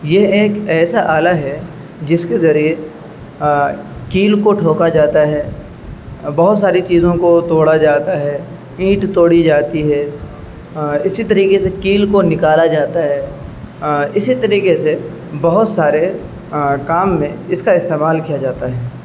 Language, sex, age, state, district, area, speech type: Urdu, male, 30-45, Uttar Pradesh, Azamgarh, rural, spontaneous